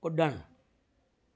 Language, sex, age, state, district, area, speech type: Sindhi, male, 45-60, Delhi, South Delhi, urban, read